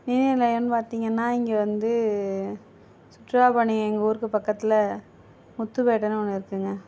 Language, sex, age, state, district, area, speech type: Tamil, female, 60+, Tamil Nadu, Tiruvarur, rural, spontaneous